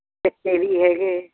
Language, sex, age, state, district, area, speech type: Punjabi, female, 60+, Punjab, Barnala, rural, conversation